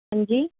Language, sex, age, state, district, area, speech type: Urdu, female, 45-60, Delhi, Central Delhi, urban, conversation